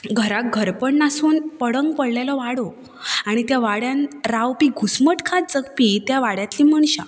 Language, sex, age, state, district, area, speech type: Goan Konkani, female, 18-30, Goa, Canacona, rural, spontaneous